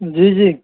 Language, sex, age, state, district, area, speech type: Urdu, male, 18-30, Delhi, Central Delhi, rural, conversation